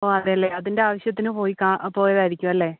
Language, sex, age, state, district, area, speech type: Malayalam, female, 18-30, Kerala, Kannur, rural, conversation